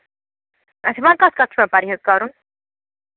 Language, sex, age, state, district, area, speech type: Kashmiri, female, 45-60, Jammu and Kashmir, Srinagar, urban, conversation